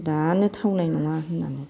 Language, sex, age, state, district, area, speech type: Bodo, female, 45-60, Assam, Kokrajhar, urban, spontaneous